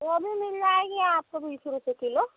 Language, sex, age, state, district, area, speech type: Hindi, female, 45-60, Madhya Pradesh, Seoni, urban, conversation